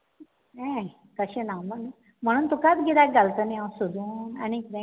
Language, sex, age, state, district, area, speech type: Goan Konkani, female, 60+, Goa, Bardez, rural, conversation